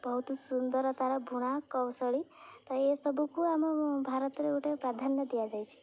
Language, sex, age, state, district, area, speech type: Odia, female, 18-30, Odisha, Jagatsinghpur, rural, spontaneous